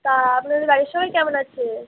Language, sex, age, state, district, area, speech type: Bengali, female, 30-45, West Bengal, Uttar Dinajpur, urban, conversation